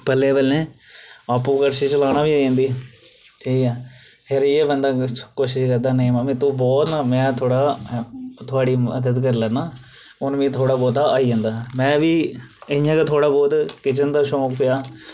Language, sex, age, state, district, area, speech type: Dogri, male, 18-30, Jammu and Kashmir, Reasi, rural, spontaneous